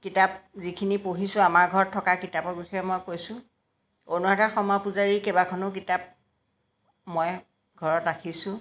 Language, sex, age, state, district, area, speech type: Assamese, female, 45-60, Assam, Jorhat, urban, spontaneous